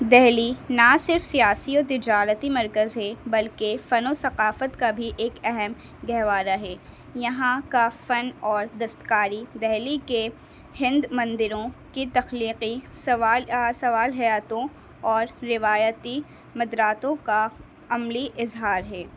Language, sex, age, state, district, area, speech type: Urdu, female, 18-30, Delhi, North East Delhi, urban, spontaneous